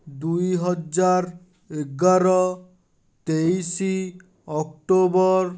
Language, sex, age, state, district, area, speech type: Odia, male, 30-45, Odisha, Bhadrak, rural, spontaneous